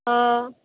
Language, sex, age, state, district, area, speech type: Assamese, female, 18-30, Assam, Nalbari, rural, conversation